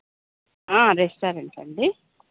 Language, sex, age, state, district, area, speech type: Telugu, female, 45-60, Andhra Pradesh, Chittoor, rural, conversation